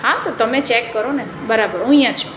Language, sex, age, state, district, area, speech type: Gujarati, female, 30-45, Gujarat, Surat, urban, spontaneous